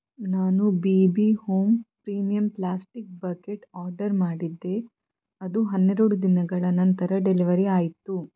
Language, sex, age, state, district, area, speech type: Kannada, female, 30-45, Karnataka, Shimoga, rural, read